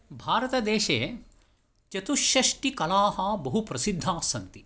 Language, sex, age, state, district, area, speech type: Sanskrit, male, 60+, Karnataka, Tumkur, urban, spontaneous